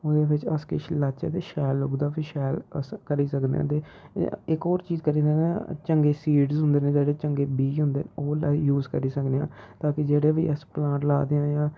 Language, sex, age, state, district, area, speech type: Dogri, male, 30-45, Jammu and Kashmir, Reasi, urban, spontaneous